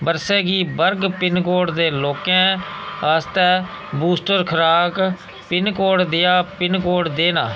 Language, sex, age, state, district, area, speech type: Dogri, male, 30-45, Jammu and Kashmir, Udhampur, rural, read